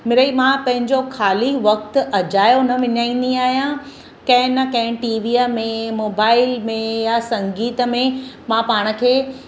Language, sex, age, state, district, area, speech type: Sindhi, female, 45-60, Maharashtra, Mumbai City, urban, spontaneous